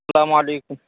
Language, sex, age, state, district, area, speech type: Urdu, male, 18-30, Uttar Pradesh, Saharanpur, urban, conversation